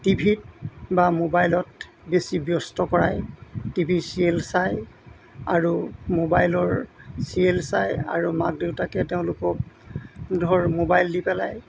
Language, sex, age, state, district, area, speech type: Assamese, male, 60+, Assam, Golaghat, rural, spontaneous